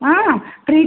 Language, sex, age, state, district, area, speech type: Kannada, female, 60+, Karnataka, Gulbarga, urban, conversation